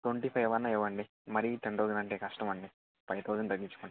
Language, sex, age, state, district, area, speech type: Telugu, male, 18-30, Andhra Pradesh, Annamaya, rural, conversation